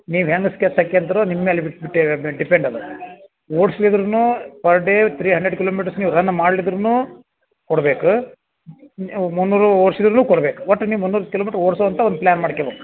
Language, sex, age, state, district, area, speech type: Kannada, male, 60+, Karnataka, Dharwad, rural, conversation